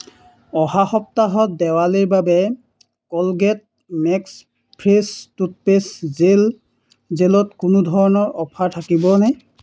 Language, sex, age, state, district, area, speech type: Assamese, male, 18-30, Assam, Golaghat, urban, read